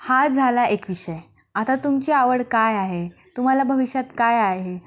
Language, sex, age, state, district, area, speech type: Marathi, female, 18-30, Maharashtra, Nashik, urban, spontaneous